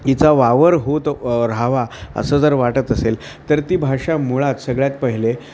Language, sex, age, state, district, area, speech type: Marathi, male, 45-60, Maharashtra, Thane, rural, spontaneous